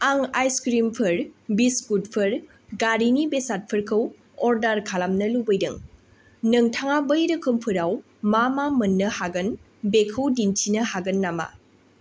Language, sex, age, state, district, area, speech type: Bodo, female, 18-30, Assam, Baksa, rural, read